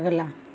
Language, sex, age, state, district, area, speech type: Hindi, female, 60+, Uttar Pradesh, Azamgarh, rural, read